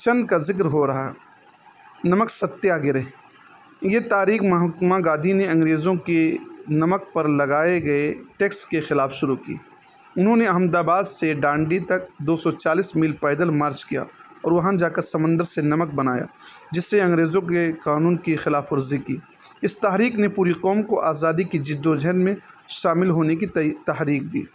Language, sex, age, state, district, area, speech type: Urdu, male, 30-45, Uttar Pradesh, Balrampur, rural, spontaneous